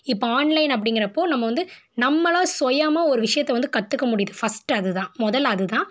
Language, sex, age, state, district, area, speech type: Tamil, female, 18-30, Tamil Nadu, Tiruppur, rural, spontaneous